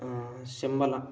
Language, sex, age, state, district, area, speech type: Telugu, male, 18-30, Telangana, Hanamkonda, rural, spontaneous